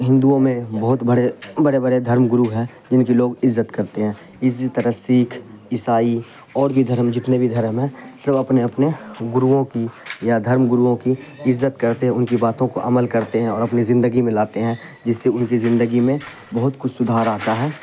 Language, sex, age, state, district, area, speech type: Urdu, male, 18-30, Bihar, Khagaria, rural, spontaneous